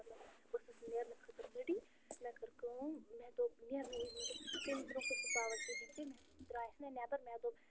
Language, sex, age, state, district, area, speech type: Kashmiri, female, 30-45, Jammu and Kashmir, Bandipora, rural, spontaneous